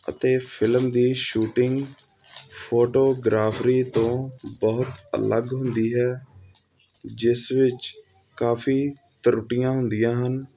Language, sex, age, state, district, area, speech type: Punjabi, male, 30-45, Punjab, Hoshiarpur, urban, spontaneous